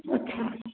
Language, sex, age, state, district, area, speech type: Hindi, female, 45-60, Rajasthan, Jodhpur, urban, conversation